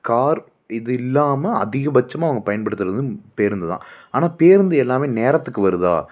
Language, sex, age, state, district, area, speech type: Tamil, male, 30-45, Tamil Nadu, Coimbatore, urban, spontaneous